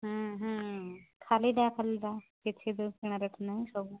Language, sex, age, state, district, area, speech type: Odia, female, 45-60, Odisha, Angul, rural, conversation